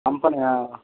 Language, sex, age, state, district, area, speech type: Tamil, male, 18-30, Tamil Nadu, Viluppuram, rural, conversation